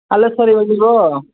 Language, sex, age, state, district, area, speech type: Kannada, male, 18-30, Karnataka, Kolar, rural, conversation